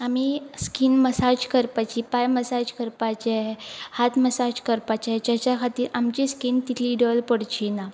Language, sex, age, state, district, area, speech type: Goan Konkani, female, 18-30, Goa, Pernem, rural, spontaneous